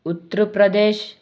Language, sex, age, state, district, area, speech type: Kannada, male, 18-30, Karnataka, Shimoga, rural, spontaneous